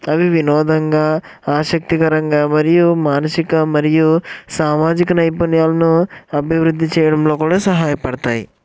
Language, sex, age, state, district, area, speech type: Telugu, male, 18-30, Andhra Pradesh, Eluru, urban, spontaneous